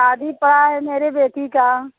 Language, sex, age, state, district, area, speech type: Hindi, female, 30-45, Uttar Pradesh, Bhadohi, rural, conversation